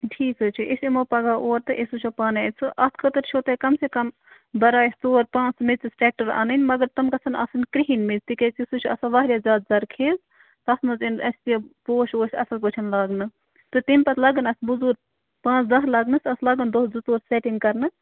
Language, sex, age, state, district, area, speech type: Kashmiri, female, 18-30, Jammu and Kashmir, Bandipora, rural, conversation